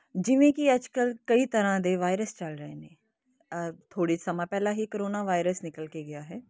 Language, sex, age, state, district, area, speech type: Punjabi, female, 30-45, Punjab, Kapurthala, urban, spontaneous